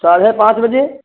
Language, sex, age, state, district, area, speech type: Hindi, male, 30-45, Uttar Pradesh, Hardoi, rural, conversation